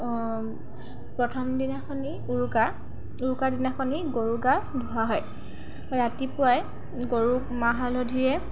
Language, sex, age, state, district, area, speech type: Assamese, female, 18-30, Assam, Sivasagar, rural, spontaneous